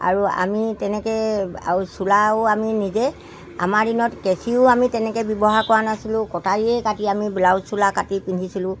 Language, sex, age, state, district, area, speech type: Assamese, male, 60+, Assam, Dibrugarh, rural, spontaneous